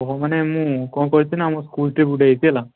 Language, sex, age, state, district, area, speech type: Odia, male, 18-30, Odisha, Balasore, rural, conversation